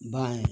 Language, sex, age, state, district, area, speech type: Hindi, male, 60+, Uttar Pradesh, Mau, rural, read